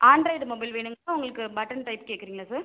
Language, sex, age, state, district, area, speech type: Tamil, female, 30-45, Tamil Nadu, Viluppuram, urban, conversation